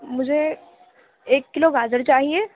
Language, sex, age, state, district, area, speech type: Urdu, female, 45-60, Delhi, Central Delhi, rural, conversation